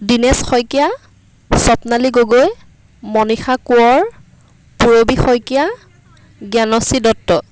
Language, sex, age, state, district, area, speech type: Assamese, female, 30-45, Assam, Dibrugarh, rural, spontaneous